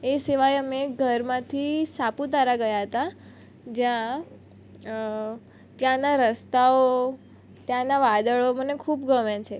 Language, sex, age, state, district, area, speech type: Gujarati, female, 18-30, Gujarat, Surat, rural, spontaneous